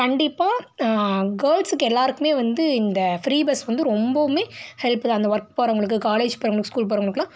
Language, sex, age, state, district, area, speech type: Tamil, female, 18-30, Tamil Nadu, Tiruppur, rural, spontaneous